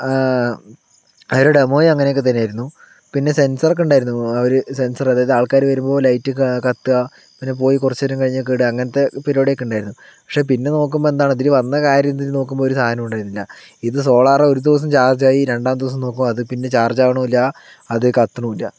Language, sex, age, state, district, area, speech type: Malayalam, male, 60+, Kerala, Palakkad, rural, spontaneous